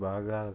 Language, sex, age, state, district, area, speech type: Goan Konkani, male, 45-60, Goa, Murmgao, rural, spontaneous